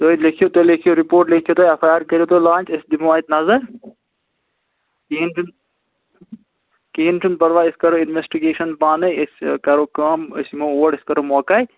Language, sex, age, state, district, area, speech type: Kashmiri, male, 18-30, Jammu and Kashmir, Anantnag, rural, conversation